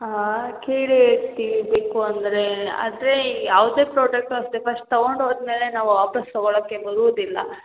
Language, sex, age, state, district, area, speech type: Kannada, female, 18-30, Karnataka, Hassan, rural, conversation